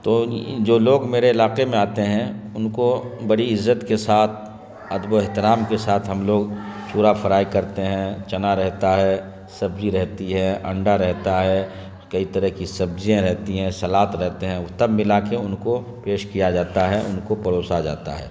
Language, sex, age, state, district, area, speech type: Urdu, male, 30-45, Bihar, Khagaria, rural, spontaneous